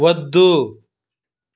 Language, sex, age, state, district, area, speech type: Telugu, male, 30-45, Andhra Pradesh, Chittoor, rural, read